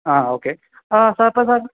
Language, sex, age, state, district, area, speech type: Malayalam, male, 18-30, Kerala, Idukki, rural, conversation